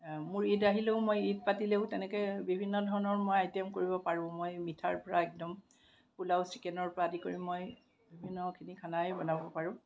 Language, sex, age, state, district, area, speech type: Assamese, female, 45-60, Assam, Kamrup Metropolitan, urban, spontaneous